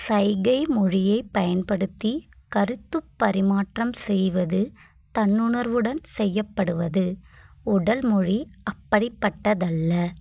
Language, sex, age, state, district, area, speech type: Tamil, female, 30-45, Tamil Nadu, Kanchipuram, urban, read